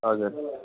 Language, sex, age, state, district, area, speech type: Nepali, male, 18-30, West Bengal, Alipurduar, urban, conversation